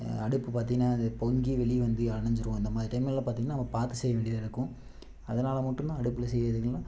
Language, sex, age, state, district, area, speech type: Tamil, male, 18-30, Tamil Nadu, Namakkal, rural, spontaneous